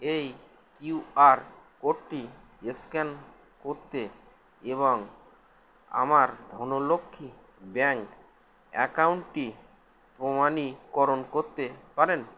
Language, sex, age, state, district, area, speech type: Bengali, male, 60+, West Bengal, Howrah, urban, read